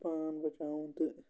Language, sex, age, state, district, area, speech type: Kashmiri, male, 30-45, Jammu and Kashmir, Bandipora, rural, spontaneous